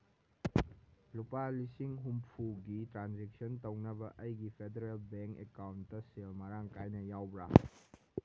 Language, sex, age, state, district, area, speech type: Manipuri, male, 18-30, Manipur, Kangpokpi, urban, read